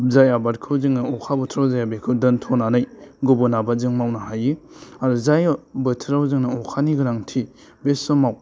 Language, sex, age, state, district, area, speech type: Bodo, male, 18-30, Assam, Udalguri, urban, spontaneous